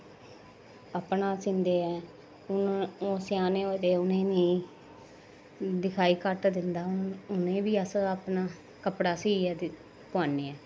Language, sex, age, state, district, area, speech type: Dogri, female, 30-45, Jammu and Kashmir, Samba, rural, spontaneous